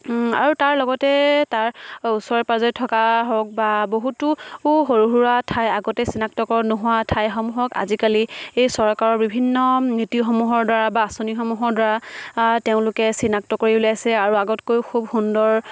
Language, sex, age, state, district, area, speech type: Assamese, female, 18-30, Assam, Charaideo, rural, spontaneous